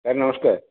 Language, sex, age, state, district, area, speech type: Odia, male, 60+, Odisha, Nayagarh, rural, conversation